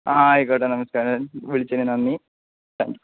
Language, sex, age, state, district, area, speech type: Malayalam, male, 18-30, Kerala, Malappuram, rural, conversation